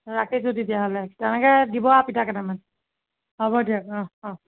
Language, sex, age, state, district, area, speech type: Assamese, female, 45-60, Assam, Nagaon, rural, conversation